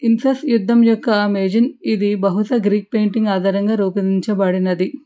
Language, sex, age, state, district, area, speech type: Telugu, female, 45-60, Andhra Pradesh, N T Rama Rao, urban, spontaneous